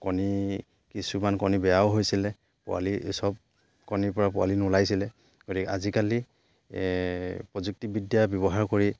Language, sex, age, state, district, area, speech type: Assamese, male, 30-45, Assam, Charaideo, rural, spontaneous